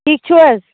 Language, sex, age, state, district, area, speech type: Kashmiri, female, 18-30, Jammu and Kashmir, Baramulla, rural, conversation